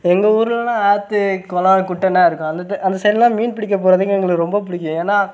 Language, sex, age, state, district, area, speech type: Tamil, male, 18-30, Tamil Nadu, Sivaganga, rural, spontaneous